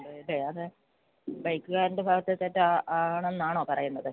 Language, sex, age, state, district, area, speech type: Malayalam, female, 60+, Kerala, Idukki, rural, conversation